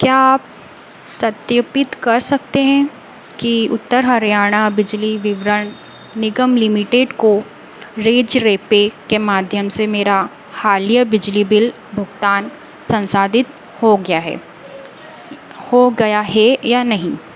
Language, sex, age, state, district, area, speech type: Hindi, female, 30-45, Madhya Pradesh, Harda, urban, read